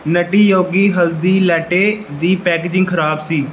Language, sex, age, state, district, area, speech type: Punjabi, male, 18-30, Punjab, Gurdaspur, rural, read